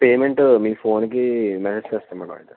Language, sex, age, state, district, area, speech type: Telugu, female, 45-60, Andhra Pradesh, Guntur, urban, conversation